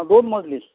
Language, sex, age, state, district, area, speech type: Marathi, male, 60+, Maharashtra, Akola, urban, conversation